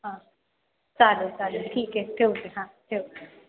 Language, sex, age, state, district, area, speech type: Marathi, female, 18-30, Maharashtra, Satara, urban, conversation